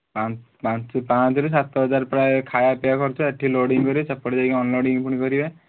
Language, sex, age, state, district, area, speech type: Odia, male, 18-30, Odisha, Kalahandi, rural, conversation